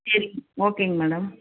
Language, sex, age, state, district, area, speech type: Tamil, female, 30-45, Tamil Nadu, Madurai, rural, conversation